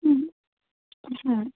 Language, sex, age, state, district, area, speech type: Bengali, female, 18-30, West Bengal, Cooch Behar, urban, conversation